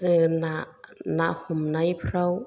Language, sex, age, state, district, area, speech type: Bodo, female, 45-60, Assam, Chirang, rural, spontaneous